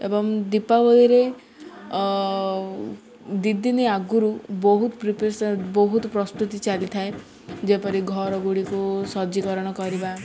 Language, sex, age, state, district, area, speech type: Odia, female, 18-30, Odisha, Ganjam, urban, spontaneous